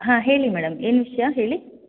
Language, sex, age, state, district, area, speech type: Kannada, female, 18-30, Karnataka, Hassan, rural, conversation